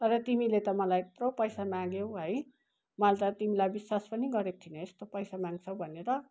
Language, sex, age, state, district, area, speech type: Nepali, female, 60+, West Bengal, Kalimpong, rural, spontaneous